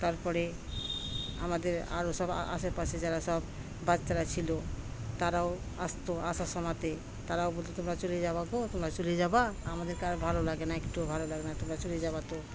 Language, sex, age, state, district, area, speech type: Bengali, female, 45-60, West Bengal, Murshidabad, rural, spontaneous